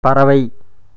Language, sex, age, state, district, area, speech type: Tamil, male, 18-30, Tamil Nadu, Erode, rural, read